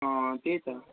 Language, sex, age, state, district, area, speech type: Nepali, male, 18-30, West Bengal, Darjeeling, rural, conversation